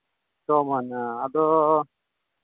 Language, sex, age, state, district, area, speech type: Santali, male, 18-30, Jharkhand, Pakur, rural, conversation